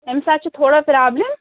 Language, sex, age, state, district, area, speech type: Kashmiri, female, 30-45, Jammu and Kashmir, Pulwama, urban, conversation